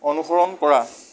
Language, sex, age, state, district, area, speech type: Assamese, male, 30-45, Assam, Lakhimpur, rural, read